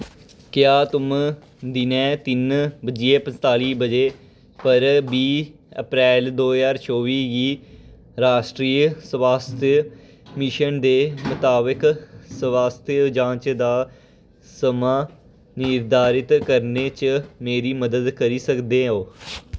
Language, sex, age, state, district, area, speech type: Dogri, male, 18-30, Jammu and Kashmir, Kathua, rural, read